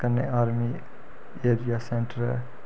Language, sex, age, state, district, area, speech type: Dogri, male, 30-45, Jammu and Kashmir, Reasi, rural, spontaneous